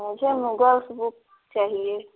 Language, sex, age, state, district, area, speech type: Hindi, female, 30-45, Uttar Pradesh, Prayagraj, urban, conversation